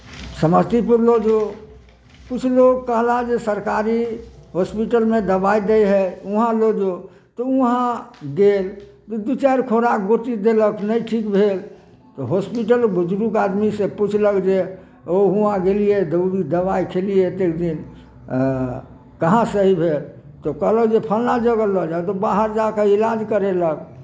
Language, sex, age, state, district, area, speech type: Maithili, male, 60+, Bihar, Samastipur, urban, spontaneous